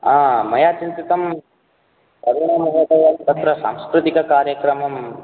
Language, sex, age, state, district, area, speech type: Sanskrit, male, 18-30, Odisha, Ganjam, rural, conversation